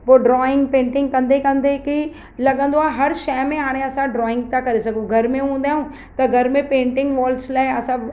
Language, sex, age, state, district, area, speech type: Sindhi, female, 30-45, Maharashtra, Mumbai Suburban, urban, spontaneous